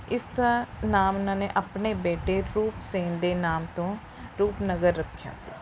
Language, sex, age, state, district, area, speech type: Punjabi, female, 18-30, Punjab, Rupnagar, urban, spontaneous